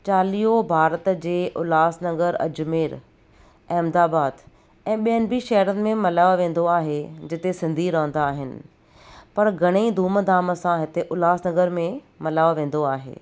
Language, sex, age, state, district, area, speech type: Sindhi, female, 30-45, Maharashtra, Thane, urban, spontaneous